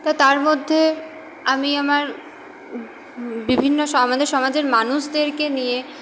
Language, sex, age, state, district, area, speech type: Bengali, female, 18-30, West Bengal, Purba Bardhaman, urban, spontaneous